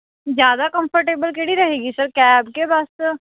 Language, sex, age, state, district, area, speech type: Punjabi, female, 18-30, Punjab, Barnala, urban, conversation